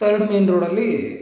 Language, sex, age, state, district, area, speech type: Kannada, male, 18-30, Karnataka, Kolar, rural, spontaneous